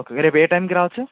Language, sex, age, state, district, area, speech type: Telugu, male, 18-30, Andhra Pradesh, Srikakulam, urban, conversation